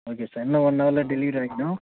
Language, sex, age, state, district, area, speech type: Tamil, male, 18-30, Tamil Nadu, Viluppuram, rural, conversation